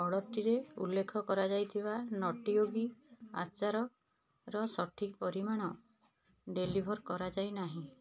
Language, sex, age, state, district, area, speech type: Odia, female, 45-60, Odisha, Puri, urban, read